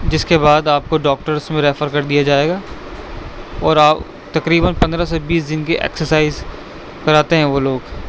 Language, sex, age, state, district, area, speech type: Urdu, male, 18-30, Delhi, East Delhi, urban, spontaneous